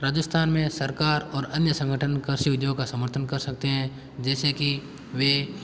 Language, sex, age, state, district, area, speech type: Hindi, male, 18-30, Rajasthan, Jodhpur, urban, spontaneous